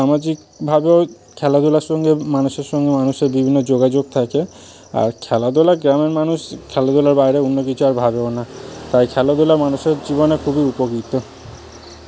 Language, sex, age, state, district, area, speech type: Bengali, male, 30-45, West Bengal, South 24 Parganas, rural, spontaneous